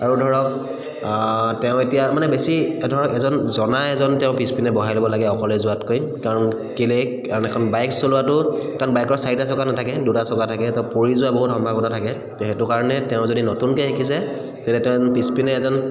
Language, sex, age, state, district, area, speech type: Assamese, male, 30-45, Assam, Charaideo, urban, spontaneous